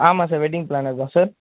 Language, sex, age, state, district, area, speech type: Tamil, male, 18-30, Tamil Nadu, Vellore, rural, conversation